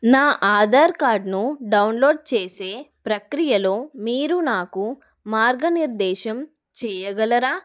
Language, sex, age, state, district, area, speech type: Telugu, female, 30-45, Telangana, Adilabad, rural, read